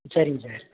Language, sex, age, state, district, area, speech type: Tamil, male, 45-60, Tamil Nadu, Perambalur, urban, conversation